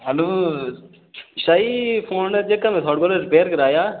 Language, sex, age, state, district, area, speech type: Dogri, male, 18-30, Jammu and Kashmir, Udhampur, rural, conversation